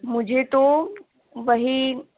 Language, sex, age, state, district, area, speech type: Urdu, female, 30-45, Uttar Pradesh, Lucknow, rural, conversation